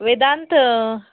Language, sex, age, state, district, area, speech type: Marathi, female, 30-45, Maharashtra, Hingoli, urban, conversation